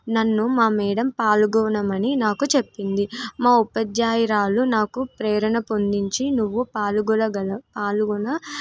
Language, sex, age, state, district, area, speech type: Telugu, female, 18-30, Telangana, Nirmal, rural, spontaneous